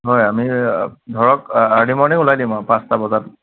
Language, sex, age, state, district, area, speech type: Assamese, male, 30-45, Assam, Nagaon, rural, conversation